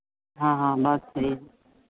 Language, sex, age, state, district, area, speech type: Hindi, male, 30-45, Bihar, Madhepura, rural, conversation